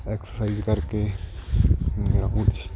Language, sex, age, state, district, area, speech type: Punjabi, male, 18-30, Punjab, Shaheed Bhagat Singh Nagar, rural, spontaneous